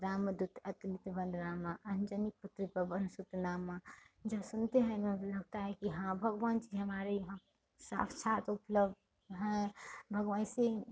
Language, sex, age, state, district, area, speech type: Hindi, female, 30-45, Bihar, Madhepura, rural, spontaneous